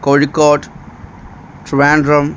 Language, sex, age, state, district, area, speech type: Malayalam, male, 18-30, Kerala, Pathanamthitta, urban, spontaneous